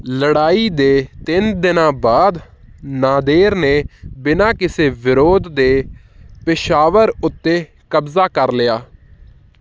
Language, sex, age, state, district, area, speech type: Punjabi, male, 18-30, Punjab, Hoshiarpur, urban, read